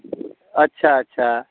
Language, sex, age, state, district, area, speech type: Maithili, male, 30-45, Bihar, Madhubani, rural, conversation